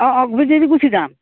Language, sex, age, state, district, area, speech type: Assamese, female, 45-60, Assam, Goalpara, rural, conversation